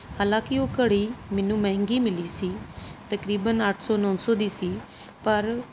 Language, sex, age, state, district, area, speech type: Punjabi, male, 45-60, Punjab, Pathankot, rural, spontaneous